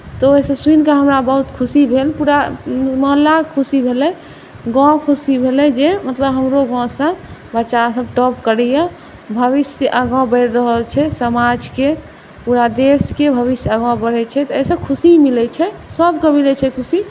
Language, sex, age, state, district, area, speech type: Maithili, female, 18-30, Bihar, Saharsa, urban, spontaneous